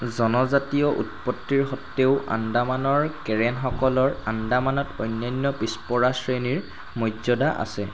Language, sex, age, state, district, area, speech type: Assamese, male, 45-60, Assam, Charaideo, rural, read